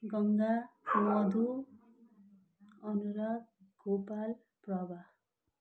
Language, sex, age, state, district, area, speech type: Nepali, male, 45-60, West Bengal, Kalimpong, rural, spontaneous